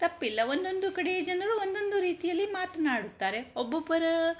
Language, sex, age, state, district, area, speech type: Kannada, female, 45-60, Karnataka, Shimoga, rural, spontaneous